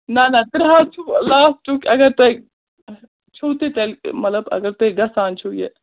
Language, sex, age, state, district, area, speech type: Kashmiri, female, 30-45, Jammu and Kashmir, Srinagar, urban, conversation